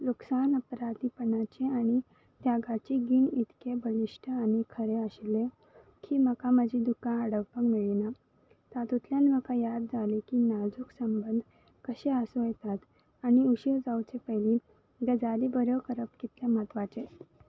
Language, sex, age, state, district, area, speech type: Goan Konkani, female, 18-30, Goa, Salcete, rural, spontaneous